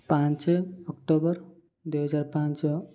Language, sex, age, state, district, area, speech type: Odia, male, 30-45, Odisha, Koraput, urban, spontaneous